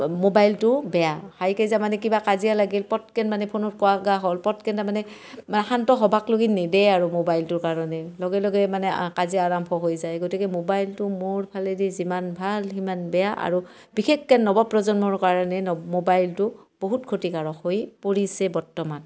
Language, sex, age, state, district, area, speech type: Assamese, female, 45-60, Assam, Barpeta, rural, spontaneous